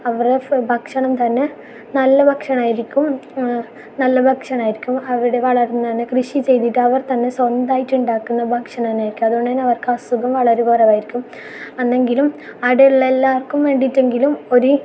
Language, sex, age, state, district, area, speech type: Malayalam, female, 18-30, Kerala, Kasaragod, rural, spontaneous